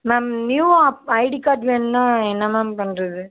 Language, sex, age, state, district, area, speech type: Tamil, female, 18-30, Tamil Nadu, Dharmapuri, rural, conversation